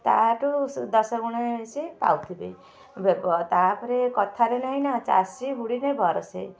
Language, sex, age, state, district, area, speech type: Odia, female, 45-60, Odisha, Kendujhar, urban, spontaneous